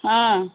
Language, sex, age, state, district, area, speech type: Odia, female, 30-45, Odisha, Nayagarh, rural, conversation